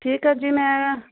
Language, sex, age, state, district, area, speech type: Punjabi, female, 30-45, Punjab, Amritsar, urban, conversation